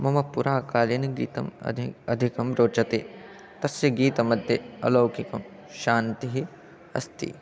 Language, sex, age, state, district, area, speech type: Sanskrit, male, 18-30, Madhya Pradesh, Chhindwara, rural, spontaneous